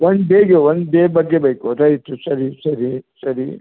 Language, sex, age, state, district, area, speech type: Kannada, male, 60+, Karnataka, Uttara Kannada, rural, conversation